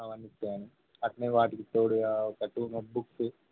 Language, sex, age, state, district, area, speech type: Telugu, male, 18-30, Telangana, Jangaon, urban, conversation